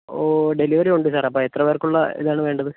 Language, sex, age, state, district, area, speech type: Malayalam, male, 30-45, Kerala, Wayanad, rural, conversation